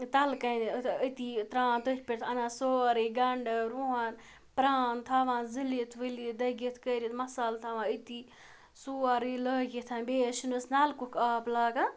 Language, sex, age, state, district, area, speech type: Kashmiri, female, 18-30, Jammu and Kashmir, Ganderbal, rural, spontaneous